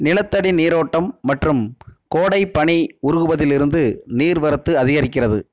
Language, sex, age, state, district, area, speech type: Tamil, male, 30-45, Tamil Nadu, Erode, rural, read